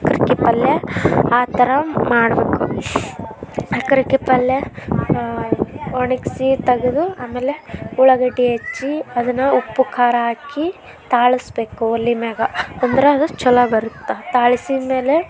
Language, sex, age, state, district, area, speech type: Kannada, female, 18-30, Karnataka, Koppal, rural, spontaneous